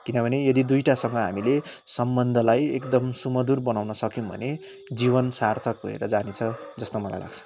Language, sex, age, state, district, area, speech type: Nepali, male, 18-30, West Bengal, Kalimpong, rural, spontaneous